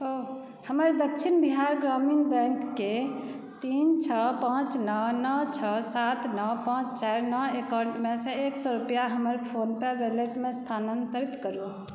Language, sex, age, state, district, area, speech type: Maithili, female, 30-45, Bihar, Saharsa, rural, read